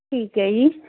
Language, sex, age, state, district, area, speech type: Punjabi, female, 60+, Punjab, Barnala, rural, conversation